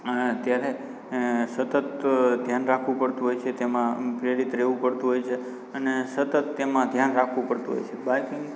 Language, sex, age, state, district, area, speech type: Gujarati, male, 18-30, Gujarat, Morbi, rural, spontaneous